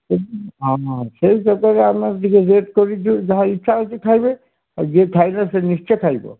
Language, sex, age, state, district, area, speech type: Odia, male, 60+, Odisha, Sundergarh, rural, conversation